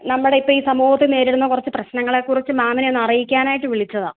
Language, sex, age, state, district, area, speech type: Malayalam, female, 30-45, Kerala, Kottayam, rural, conversation